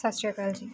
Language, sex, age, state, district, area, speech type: Punjabi, female, 18-30, Punjab, Jalandhar, urban, spontaneous